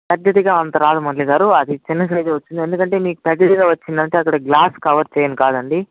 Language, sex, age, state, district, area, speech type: Telugu, male, 30-45, Andhra Pradesh, Chittoor, urban, conversation